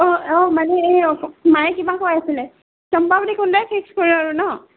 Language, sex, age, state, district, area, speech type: Assamese, female, 60+, Assam, Nagaon, rural, conversation